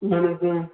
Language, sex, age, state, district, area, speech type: Kashmiri, male, 30-45, Jammu and Kashmir, Bandipora, urban, conversation